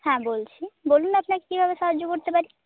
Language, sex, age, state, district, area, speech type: Bengali, female, 18-30, West Bengal, Jhargram, rural, conversation